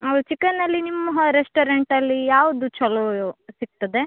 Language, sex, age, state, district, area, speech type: Kannada, female, 30-45, Karnataka, Uttara Kannada, rural, conversation